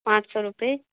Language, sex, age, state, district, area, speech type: Hindi, female, 60+, Madhya Pradesh, Bhopal, urban, conversation